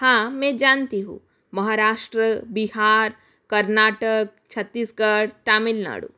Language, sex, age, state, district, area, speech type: Hindi, female, 45-60, Rajasthan, Jodhpur, rural, spontaneous